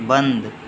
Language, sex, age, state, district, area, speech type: Hindi, male, 18-30, Uttar Pradesh, Mau, urban, read